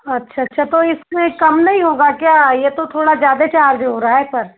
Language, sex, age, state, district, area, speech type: Hindi, female, 30-45, Madhya Pradesh, Betul, urban, conversation